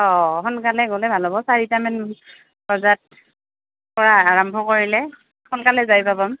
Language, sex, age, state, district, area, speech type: Assamese, female, 18-30, Assam, Goalpara, rural, conversation